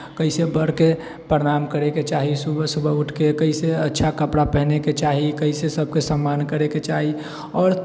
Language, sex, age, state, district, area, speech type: Maithili, male, 18-30, Bihar, Sitamarhi, rural, spontaneous